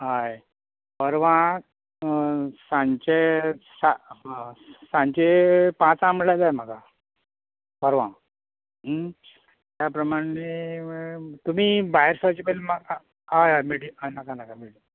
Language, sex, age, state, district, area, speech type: Goan Konkani, male, 45-60, Goa, Canacona, rural, conversation